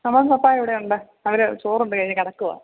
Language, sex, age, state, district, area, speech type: Malayalam, female, 30-45, Kerala, Pathanamthitta, rural, conversation